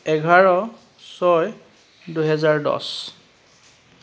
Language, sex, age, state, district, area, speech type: Assamese, male, 30-45, Assam, Charaideo, urban, spontaneous